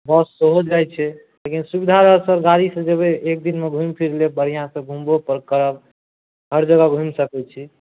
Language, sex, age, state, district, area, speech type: Maithili, male, 18-30, Bihar, Madhubani, rural, conversation